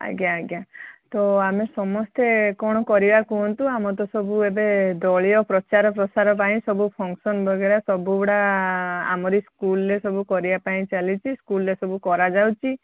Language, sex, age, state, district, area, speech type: Odia, female, 30-45, Odisha, Balasore, rural, conversation